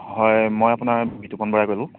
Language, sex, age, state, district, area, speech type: Assamese, male, 30-45, Assam, Biswanath, rural, conversation